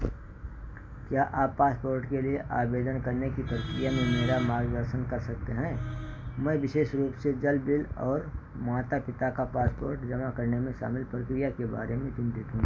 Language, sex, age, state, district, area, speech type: Hindi, male, 60+, Uttar Pradesh, Ayodhya, urban, read